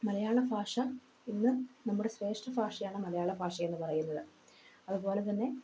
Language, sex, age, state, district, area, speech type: Malayalam, female, 30-45, Kerala, Palakkad, rural, spontaneous